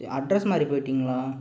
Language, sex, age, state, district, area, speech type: Tamil, male, 18-30, Tamil Nadu, Erode, rural, spontaneous